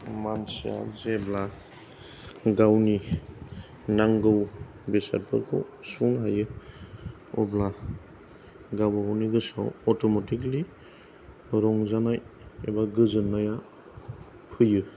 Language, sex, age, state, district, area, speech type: Bodo, male, 45-60, Assam, Kokrajhar, rural, spontaneous